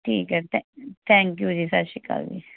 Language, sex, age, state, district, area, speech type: Punjabi, female, 18-30, Punjab, Amritsar, urban, conversation